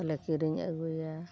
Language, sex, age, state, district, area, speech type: Santali, female, 60+, Odisha, Mayurbhanj, rural, spontaneous